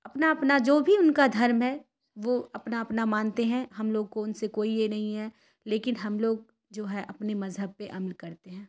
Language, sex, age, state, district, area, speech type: Urdu, female, 30-45, Bihar, Khagaria, rural, spontaneous